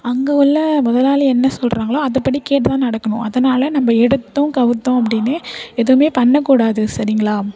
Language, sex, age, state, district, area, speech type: Tamil, female, 18-30, Tamil Nadu, Thanjavur, urban, spontaneous